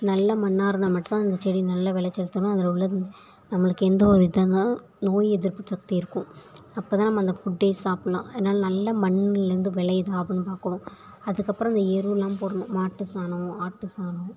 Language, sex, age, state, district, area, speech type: Tamil, female, 18-30, Tamil Nadu, Thanjavur, rural, spontaneous